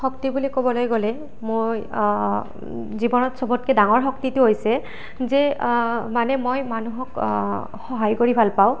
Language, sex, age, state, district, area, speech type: Assamese, female, 18-30, Assam, Nalbari, rural, spontaneous